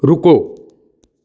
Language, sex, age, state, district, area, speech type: Punjabi, male, 45-60, Punjab, Patiala, urban, read